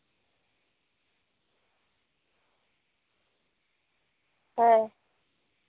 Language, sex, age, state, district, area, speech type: Santali, female, 30-45, West Bengal, Purulia, rural, conversation